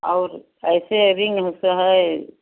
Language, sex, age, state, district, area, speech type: Hindi, female, 60+, Uttar Pradesh, Chandauli, rural, conversation